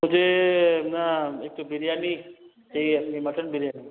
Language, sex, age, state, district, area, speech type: Hindi, male, 30-45, Rajasthan, Jodhpur, urban, conversation